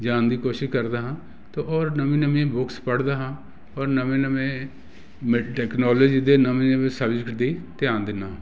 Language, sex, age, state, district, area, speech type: Punjabi, male, 60+, Punjab, Jalandhar, urban, spontaneous